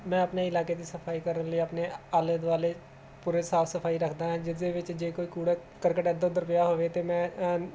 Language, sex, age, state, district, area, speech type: Punjabi, male, 30-45, Punjab, Jalandhar, urban, spontaneous